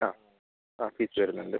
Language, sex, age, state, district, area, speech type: Malayalam, male, 30-45, Kerala, Wayanad, rural, conversation